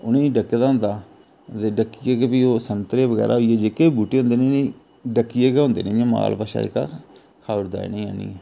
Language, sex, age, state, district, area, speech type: Dogri, male, 30-45, Jammu and Kashmir, Jammu, rural, spontaneous